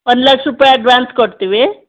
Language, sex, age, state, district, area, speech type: Kannada, female, 45-60, Karnataka, Chamarajanagar, rural, conversation